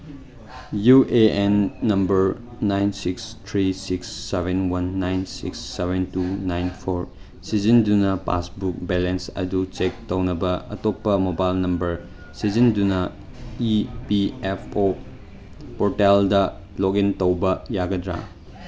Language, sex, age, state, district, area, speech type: Manipuri, male, 18-30, Manipur, Chandel, rural, read